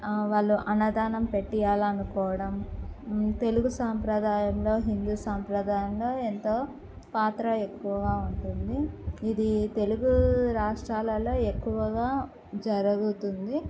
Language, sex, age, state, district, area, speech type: Telugu, female, 18-30, Andhra Pradesh, Kadapa, urban, spontaneous